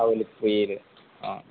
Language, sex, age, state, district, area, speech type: Malayalam, male, 18-30, Kerala, Malappuram, rural, conversation